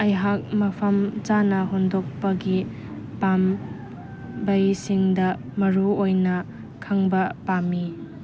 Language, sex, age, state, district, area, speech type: Manipuri, female, 30-45, Manipur, Chandel, rural, read